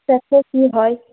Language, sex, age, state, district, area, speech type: Bengali, female, 18-30, West Bengal, Cooch Behar, rural, conversation